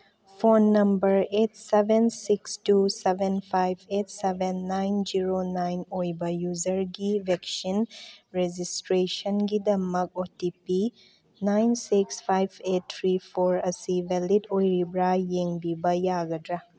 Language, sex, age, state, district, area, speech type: Manipuri, female, 30-45, Manipur, Chandel, rural, read